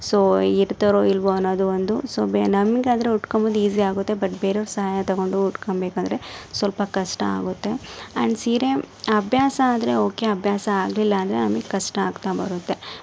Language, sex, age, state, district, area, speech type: Kannada, female, 60+, Karnataka, Chikkaballapur, urban, spontaneous